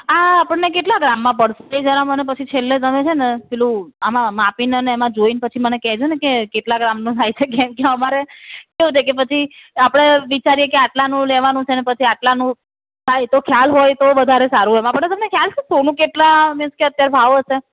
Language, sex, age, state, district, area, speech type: Gujarati, female, 18-30, Gujarat, Ahmedabad, urban, conversation